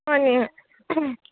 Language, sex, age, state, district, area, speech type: Assamese, female, 18-30, Assam, Kamrup Metropolitan, urban, conversation